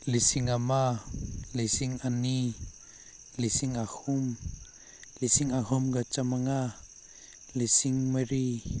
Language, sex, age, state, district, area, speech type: Manipuri, male, 30-45, Manipur, Senapati, rural, spontaneous